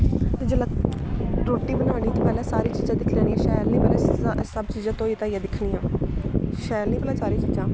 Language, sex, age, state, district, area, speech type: Dogri, female, 18-30, Jammu and Kashmir, Samba, rural, spontaneous